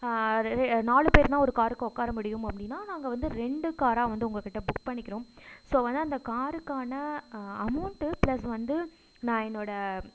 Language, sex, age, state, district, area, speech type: Tamil, female, 45-60, Tamil Nadu, Mayiladuthurai, rural, spontaneous